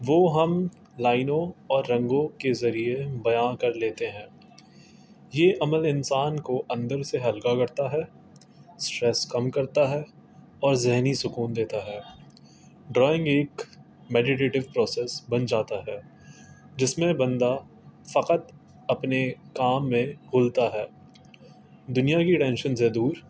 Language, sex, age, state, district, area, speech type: Urdu, male, 18-30, Delhi, North East Delhi, urban, spontaneous